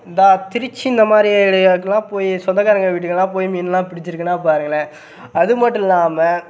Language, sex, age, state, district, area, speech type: Tamil, male, 18-30, Tamil Nadu, Sivaganga, rural, spontaneous